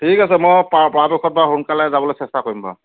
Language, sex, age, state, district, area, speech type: Assamese, male, 30-45, Assam, Sivasagar, rural, conversation